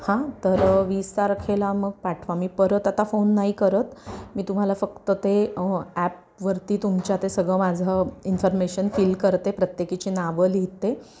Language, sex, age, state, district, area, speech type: Marathi, female, 30-45, Maharashtra, Sangli, urban, spontaneous